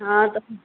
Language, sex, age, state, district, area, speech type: Maithili, female, 30-45, Bihar, Supaul, urban, conversation